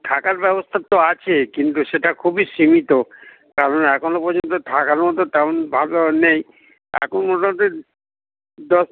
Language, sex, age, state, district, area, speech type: Bengali, male, 60+, West Bengal, Dakshin Dinajpur, rural, conversation